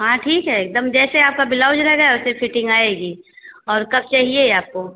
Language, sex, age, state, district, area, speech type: Hindi, female, 45-60, Uttar Pradesh, Azamgarh, rural, conversation